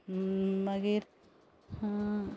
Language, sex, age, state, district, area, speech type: Goan Konkani, female, 45-60, Goa, Ponda, rural, spontaneous